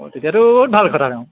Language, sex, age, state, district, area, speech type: Assamese, male, 18-30, Assam, Majuli, urban, conversation